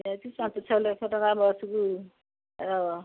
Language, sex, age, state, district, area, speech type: Odia, female, 60+, Odisha, Jagatsinghpur, rural, conversation